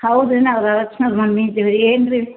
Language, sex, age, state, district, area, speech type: Kannada, female, 60+, Karnataka, Gulbarga, urban, conversation